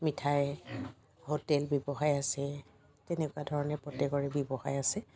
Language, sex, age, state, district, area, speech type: Assamese, female, 60+, Assam, Dibrugarh, rural, spontaneous